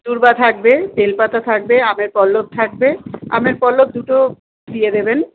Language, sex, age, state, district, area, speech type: Bengali, female, 45-60, West Bengal, South 24 Parganas, urban, conversation